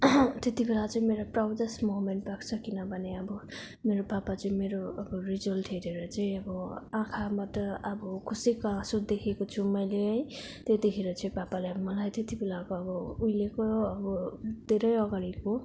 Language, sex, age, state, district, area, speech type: Nepali, female, 18-30, West Bengal, Darjeeling, rural, spontaneous